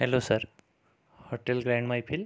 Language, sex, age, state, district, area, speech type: Marathi, male, 30-45, Maharashtra, Amravati, rural, spontaneous